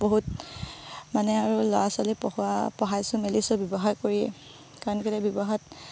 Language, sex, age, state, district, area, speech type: Assamese, female, 18-30, Assam, Sivasagar, rural, spontaneous